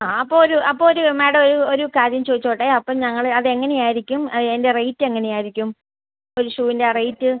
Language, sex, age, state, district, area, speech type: Malayalam, female, 45-60, Kerala, Alappuzha, rural, conversation